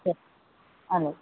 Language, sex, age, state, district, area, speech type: Telugu, female, 60+, Andhra Pradesh, West Godavari, rural, conversation